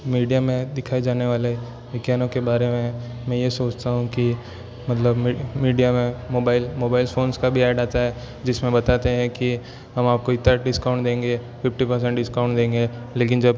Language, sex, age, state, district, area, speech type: Hindi, male, 18-30, Rajasthan, Jodhpur, urban, spontaneous